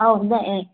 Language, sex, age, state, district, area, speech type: Manipuri, female, 18-30, Manipur, Kangpokpi, urban, conversation